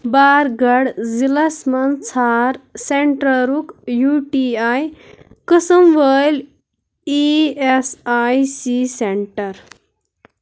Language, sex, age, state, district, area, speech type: Kashmiri, female, 18-30, Jammu and Kashmir, Kulgam, rural, read